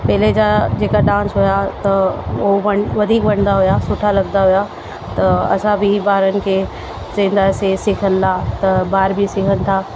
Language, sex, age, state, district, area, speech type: Sindhi, female, 30-45, Delhi, South Delhi, urban, spontaneous